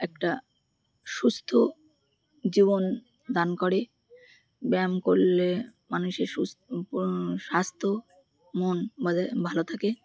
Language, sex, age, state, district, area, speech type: Bengali, female, 30-45, West Bengal, Birbhum, urban, spontaneous